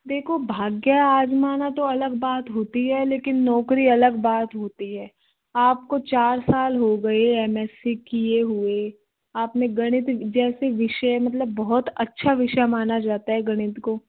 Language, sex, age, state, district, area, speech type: Hindi, female, 18-30, Rajasthan, Jaipur, urban, conversation